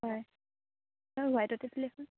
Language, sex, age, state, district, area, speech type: Assamese, female, 18-30, Assam, Biswanath, rural, conversation